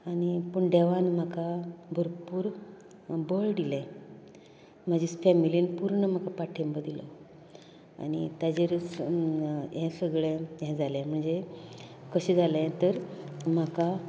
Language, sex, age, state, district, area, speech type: Goan Konkani, female, 60+, Goa, Canacona, rural, spontaneous